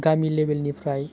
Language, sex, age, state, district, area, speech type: Bodo, male, 18-30, Assam, Baksa, rural, spontaneous